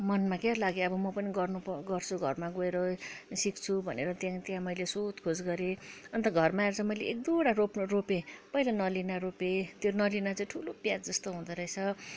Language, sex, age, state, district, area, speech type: Nepali, female, 60+, West Bengal, Kalimpong, rural, spontaneous